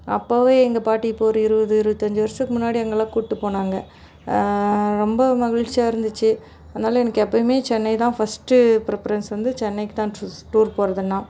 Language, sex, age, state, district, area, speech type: Tamil, female, 30-45, Tamil Nadu, Dharmapuri, rural, spontaneous